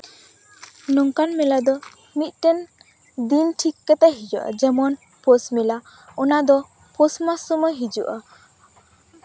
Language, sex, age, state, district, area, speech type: Santali, female, 18-30, West Bengal, Purba Bardhaman, rural, spontaneous